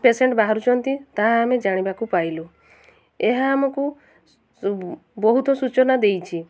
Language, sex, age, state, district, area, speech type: Odia, female, 30-45, Odisha, Mayurbhanj, rural, spontaneous